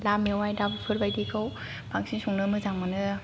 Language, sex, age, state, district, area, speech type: Bodo, female, 30-45, Assam, Kokrajhar, rural, spontaneous